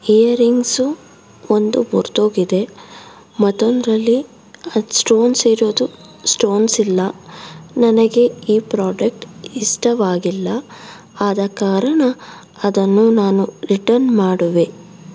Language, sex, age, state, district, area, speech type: Kannada, female, 18-30, Karnataka, Davanagere, rural, spontaneous